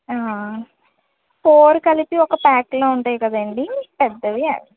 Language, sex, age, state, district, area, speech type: Telugu, female, 45-60, Andhra Pradesh, East Godavari, urban, conversation